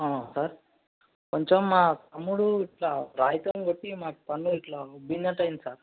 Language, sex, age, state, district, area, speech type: Telugu, male, 18-30, Telangana, Mahbubnagar, urban, conversation